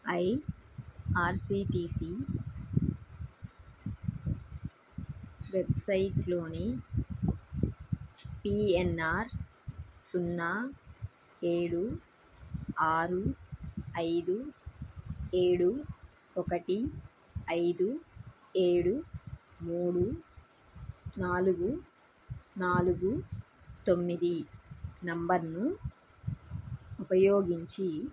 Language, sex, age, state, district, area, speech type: Telugu, female, 30-45, Andhra Pradesh, N T Rama Rao, urban, read